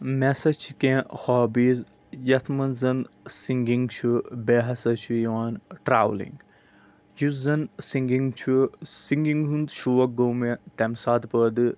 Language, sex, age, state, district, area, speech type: Kashmiri, male, 30-45, Jammu and Kashmir, Anantnag, rural, spontaneous